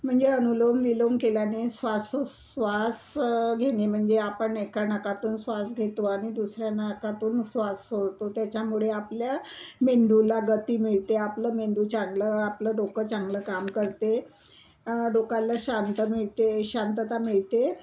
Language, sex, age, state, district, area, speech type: Marathi, female, 60+, Maharashtra, Nagpur, urban, spontaneous